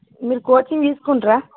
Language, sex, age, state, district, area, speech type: Telugu, female, 45-60, Andhra Pradesh, Visakhapatnam, urban, conversation